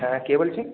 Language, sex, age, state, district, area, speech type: Bengali, male, 18-30, West Bengal, Hooghly, urban, conversation